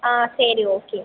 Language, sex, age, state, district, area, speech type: Tamil, female, 18-30, Tamil Nadu, Pudukkottai, rural, conversation